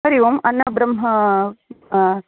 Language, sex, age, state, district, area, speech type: Sanskrit, female, 45-60, Karnataka, Shimoga, urban, conversation